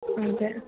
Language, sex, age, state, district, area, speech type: Malayalam, female, 18-30, Kerala, Wayanad, rural, conversation